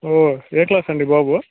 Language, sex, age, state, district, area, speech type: Telugu, male, 18-30, Andhra Pradesh, Srikakulam, rural, conversation